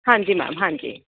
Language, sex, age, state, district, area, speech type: Punjabi, female, 30-45, Punjab, Bathinda, urban, conversation